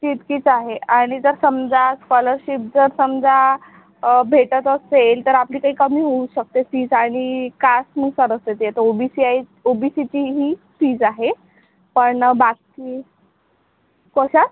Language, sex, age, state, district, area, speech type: Marathi, female, 30-45, Maharashtra, Amravati, rural, conversation